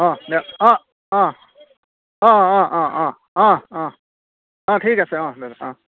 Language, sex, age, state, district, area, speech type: Assamese, male, 30-45, Assam, Lakhimpur, rural, conversation